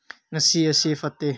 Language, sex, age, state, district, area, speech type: Manipuri, male, 18-30, Manipur, Senapati, urban, read